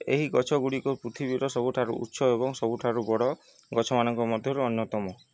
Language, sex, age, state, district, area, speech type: Odia, male, 30-45, Odisha, Nuapada, urban, read